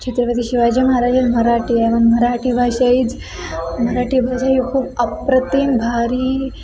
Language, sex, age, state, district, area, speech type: Marathi, female, 18-30, Maharashtra, Nanded, urban, spontaneous